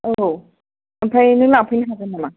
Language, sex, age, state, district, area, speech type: Bodo, female, 45-60, Assam, Kokrajhar, urban, conversation